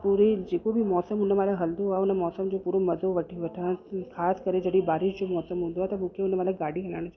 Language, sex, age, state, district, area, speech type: Sindhi, female, 30-45, Uttar Pradesh, Lucknow, urban, spontaneous